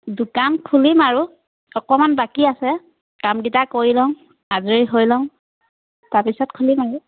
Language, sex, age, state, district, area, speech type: Assamese, female, 30-45, Assam, Biswanath, rural, conversation